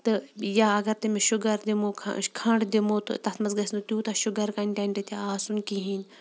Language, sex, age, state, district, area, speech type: Kashmiri, female, 30-45, Jammu and Kashmir, Shopian, urban, spontaneous